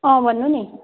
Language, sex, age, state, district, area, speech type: Nepali, female, 18-30, West Bengal, Jalpaiguri, urban, conversation